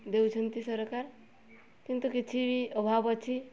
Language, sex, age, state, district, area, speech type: Odia, female, 18-30, Odisha, Mayurbhanj, rural, spontaneous